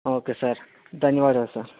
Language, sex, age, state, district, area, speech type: Telugu, male, 60+, Andhra Pradesh, Vizianagaram, rural, conversation